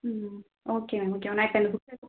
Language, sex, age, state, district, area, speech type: Tamil, female, 18-30, Tamil Nadu, Cuddalore, urban, conversation